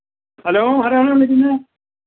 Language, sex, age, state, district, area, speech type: Malayalam, male, 60+, Kerala, Alappuzha, rural, conversation